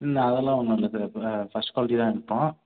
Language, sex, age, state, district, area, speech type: Tamil, male, 18-30, Tamil Nadu, Thanjavur, rural, conversation